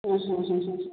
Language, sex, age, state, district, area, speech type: Odia, female, 45-60, Odisha, Angul, rural, conversation